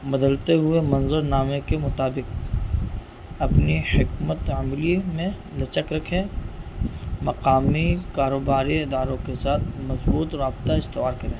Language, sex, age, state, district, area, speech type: Urdu, male, 18-30, Bihar, Gaya, urban, spontaneous